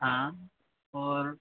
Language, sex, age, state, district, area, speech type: Hindi, male, 30-45, Madhya Pradesh, Harda, urban, conversation